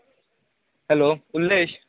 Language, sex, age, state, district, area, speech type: Goan Konkani, male, 18-30, Goa, Bardez, urban, conversation